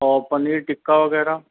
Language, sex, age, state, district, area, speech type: Sindhi, male, 45-60, Uttar Pradesh, Lucknow, rural, conversation